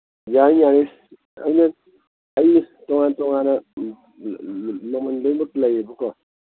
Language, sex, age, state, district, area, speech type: Manipuri, male, 60+, Manipur, Imphal East, rural, conversation